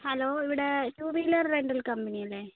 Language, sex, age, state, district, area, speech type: Malayalam, male, 30-45, Kerala, Wayanad, rural, conversation